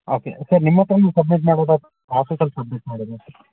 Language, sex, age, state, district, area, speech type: Kannada, male, 30-45, Karnataka, Chitradurga, rural, conversation